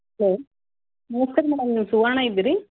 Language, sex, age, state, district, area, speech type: Kannada, female, 30-45, Karnataka, Gulbarga, urban, conversation